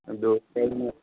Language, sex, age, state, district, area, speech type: Manipuri, male, 18-30, Manipur, Thoubal, rural, conversation